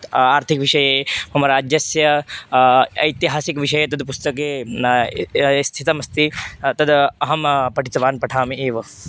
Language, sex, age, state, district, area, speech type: Sanskrit, male, 18-30, Madhya Pradesh, Chhindwara, urban, spontaneous